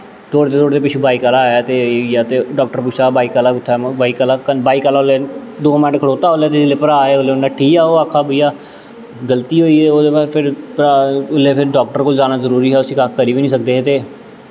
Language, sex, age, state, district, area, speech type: Dogri, male, 18-30, Jammu and Kashmir, Jammu, urban, spontaneous